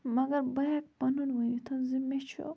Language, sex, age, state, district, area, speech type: Kashmiri, female, 18-30, Jammu and Kashmir, Budgam, rural, spontaneous